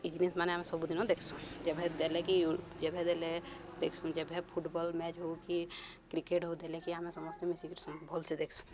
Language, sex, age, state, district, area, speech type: Odia, female, 30-45, Odisha, Balangir, urban, spontaneous